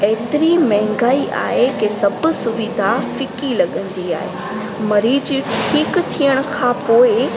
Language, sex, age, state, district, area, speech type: Sindhi, female, 18-30, Gujarat, Junagadh, rural, spontaneous